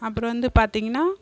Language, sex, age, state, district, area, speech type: Tamil, female, 30-45, Tamil Nadu, Kallakurichi, rural, spontaneous